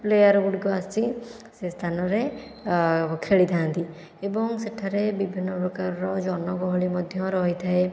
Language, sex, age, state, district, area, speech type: Odia, female, 45-60, Odisha, Khordha, rural, spontaneous